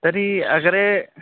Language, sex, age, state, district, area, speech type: Sanskrit, male, 18-30, Odisha, Balangir, rural, conversation